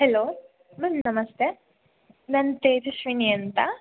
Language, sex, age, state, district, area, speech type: Kannada, female, 18-30, Karnataka, Hassan, urban, conversation